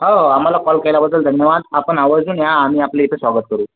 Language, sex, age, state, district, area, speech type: Marathi, male, 18-30, Maharashtra, Washim, rural, conversation